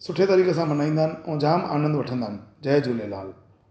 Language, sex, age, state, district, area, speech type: Sindhi, male, 30-45, Gujarat, Surat, urban, spontaneous